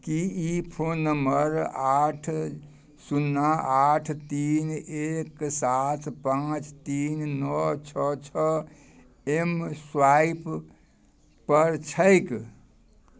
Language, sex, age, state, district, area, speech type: Maithili, male, 60+, Bihar, Muzaffarpur, urban, read